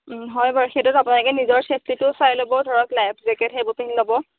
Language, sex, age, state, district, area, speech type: Assamese, female, 18-30, Assam, Majuli, urban, conversation